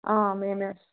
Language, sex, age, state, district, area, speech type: Telugu, female, 18-30, Telangana, Hyderabad, urban, conversation